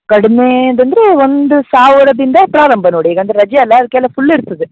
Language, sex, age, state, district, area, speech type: Kannada, male, 18-30, Karnataka, Uttara Kannada, rural, conversation